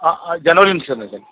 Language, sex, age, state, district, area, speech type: Telugu, male, 45-60, Andhra Pradesh, Krishna, rural, conversation